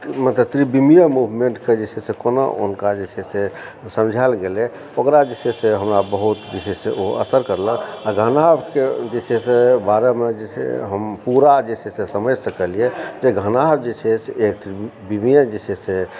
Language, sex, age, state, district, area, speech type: Maithili, male, 45-60, Bihar, Supaul, rural, spontaneous